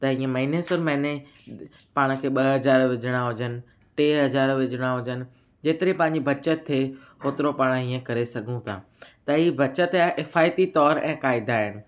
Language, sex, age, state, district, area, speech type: Sindhi, male, 18-30, Gujarat, Kutch, urban, spontaneous